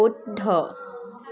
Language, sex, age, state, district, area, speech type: Assamese, female, 18-30, Assam, Dibrugarh, rural, read